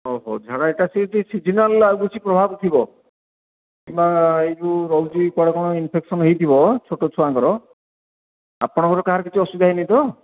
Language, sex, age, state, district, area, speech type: Odia, male, 60+, Odisha, Khordha, rural, conversation